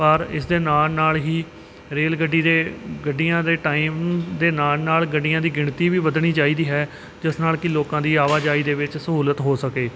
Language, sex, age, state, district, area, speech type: Punjabi, male, 30-45, Punjab, Kapurthala, rural, spontaneous